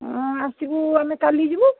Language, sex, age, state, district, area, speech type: Odia, female, 30-45, Odisha, Cuttack, urban, conversation